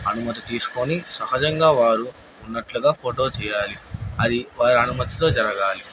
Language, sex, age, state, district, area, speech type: Telugu, male, 30-45, Andhra Pradesh, Nandyal, urban, spontaneous